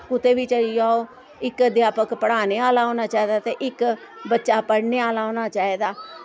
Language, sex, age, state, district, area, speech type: Dogri, female, 45-60, Jammu and Kashmir, Samba, rural, spontaneous